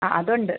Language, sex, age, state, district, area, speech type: Malayalam, female, 18-30, Kerala, Kottayam, rural, conversation